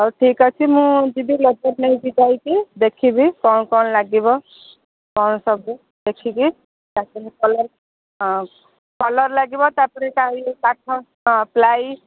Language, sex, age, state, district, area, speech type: Odia, female, 45-60, Odisha, Sundergarh, rural, conversation